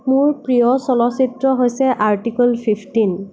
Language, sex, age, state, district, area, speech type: Assamese, female, 18-30, Assam, Nagaon, rural, spontaneous